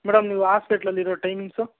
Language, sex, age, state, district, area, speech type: Kannada, male, 60+, Karnataka, Kolar, rural, conversation